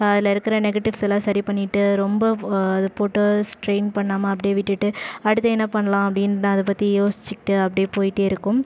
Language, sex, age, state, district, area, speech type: Tamil, female, 30-45, Tamil Nadu, Ariyalur, rural, spontaneous